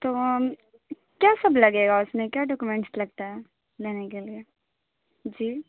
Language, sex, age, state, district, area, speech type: Urdu, female, 18-30, Bihar, Saharsa, rural, conversation